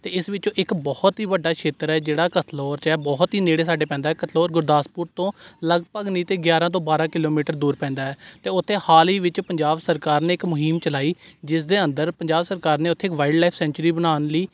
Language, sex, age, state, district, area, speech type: Punjabi, male, 18-30, Punjab, Gurdaspur, rural, spontaneous